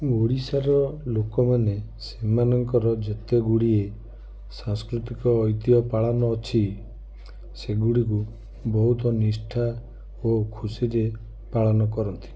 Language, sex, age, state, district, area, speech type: Odia, male, 45-60, Odisha, Cuttack, urban, spontaneous